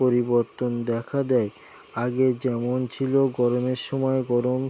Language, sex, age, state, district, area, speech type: Bengali, male, 18-30, West Bengal, North 24 Parganas, rural, spontaneous